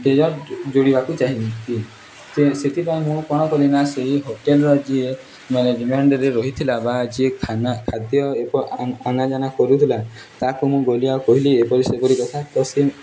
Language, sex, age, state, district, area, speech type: Odia, male, 18-30, Odisha, Nuapada, urban, spontaneous